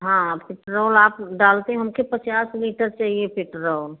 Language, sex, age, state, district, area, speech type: Hindi, female, 60+, Uttar Pradesh, Prayagraj, rural, conversation